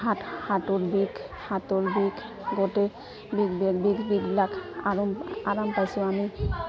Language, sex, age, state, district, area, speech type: Assamese, female, 30-45, Assam, Goalpara, rural, spontaneous